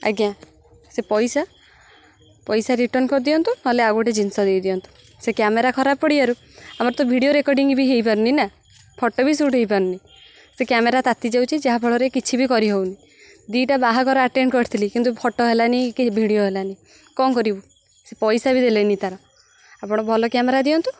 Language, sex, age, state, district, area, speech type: Odia, female, 18-30, Odisha, Jagatsinghpur, rural, spontaneous